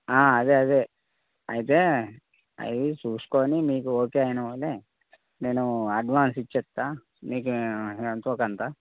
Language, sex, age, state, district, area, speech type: Telugu, male, 45-60, Telangana, Mancherial, rural, conversation